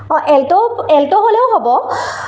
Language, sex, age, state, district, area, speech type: Assamese, female, 18-30, Assam, Jorhat, rural, spontaneous